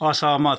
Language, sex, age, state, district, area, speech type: Nepali, male, 45-60, West Bengal, Jalpaiguri, urban, read